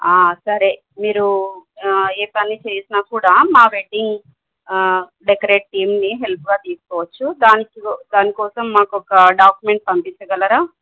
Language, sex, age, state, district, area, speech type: Telugu, female, 45-60, Telangana, Medchal, urban, conversation